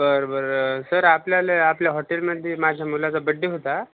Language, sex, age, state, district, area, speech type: Marathi, male, 18-30, Maharashtra, Osmanabad, rural, conversation